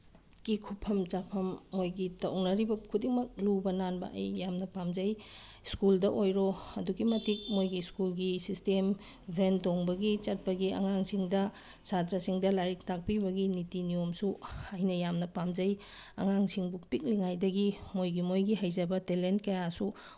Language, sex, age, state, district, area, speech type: Manipuri, female, 30-45, Manipur, Bishnupur, rural, spontaneous